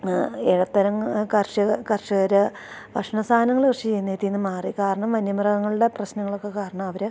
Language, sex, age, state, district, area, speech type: Malayalam, female, 45-60, Kerala, Idukki, rural, spontaneous